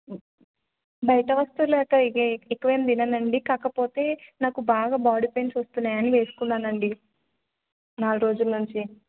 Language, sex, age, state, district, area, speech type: Telugu, female, 18-30, Telangana, Siddipet, urban, conversation